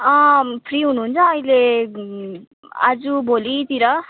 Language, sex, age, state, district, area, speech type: Nepali, female, 18-30, West Bengal, Jalpaiguri, urban, conversation